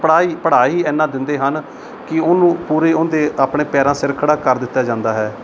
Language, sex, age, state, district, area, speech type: Punjabi, male, 45-60, Punjab, Mohali, urban, spontaneous